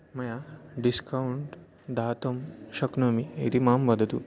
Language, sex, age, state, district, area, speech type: Sanskrit, male, 18-30, Maharashtra, Chandrapur, rural, spontaneous